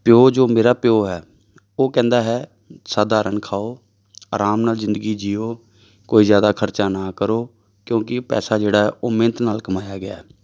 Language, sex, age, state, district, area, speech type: Punjabi, male, 30-45, Punjab, Amritsar, urban, spontaneous